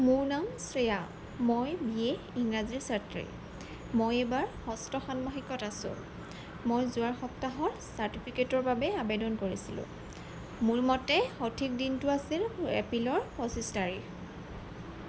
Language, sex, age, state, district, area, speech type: Assamese, female, 18-30, Assam, Jorhat, urban, read